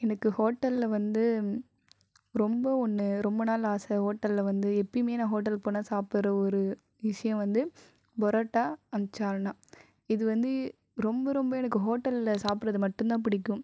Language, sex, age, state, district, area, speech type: Tamil, female, 18-30, Tamil Nadu, Viluppuram, urban, spontaneous